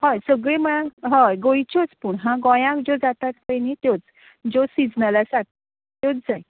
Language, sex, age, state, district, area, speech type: Goan Konkani, female, 30-45, Goa, Canacona, rural, conversation